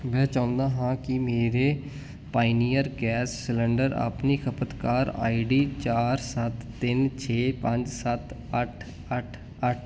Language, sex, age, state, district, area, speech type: Punjabi, male, 18-30, Punjab, Jalandhar, urban, read